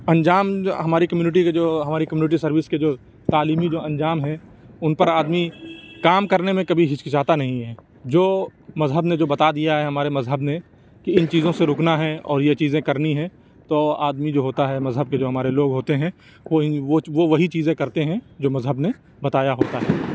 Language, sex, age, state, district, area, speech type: Urdu, male, 45-60, Uttar Pradesh, Lucknow, urban, spontaneous